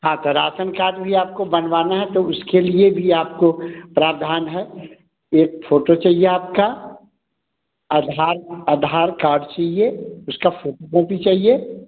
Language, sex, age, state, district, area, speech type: Hindi, male, 45-60, Bihar, Samastipur, rural, conversation